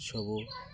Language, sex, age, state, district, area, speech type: Odia, male, 18-30, Odisha, Malkangiri, urban, spontaneous